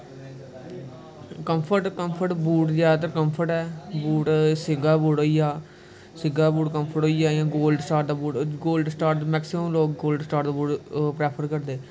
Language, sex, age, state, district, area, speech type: Dogri, male, 18-30, Jammu and Kashmir, Kathua, rural, spontaneous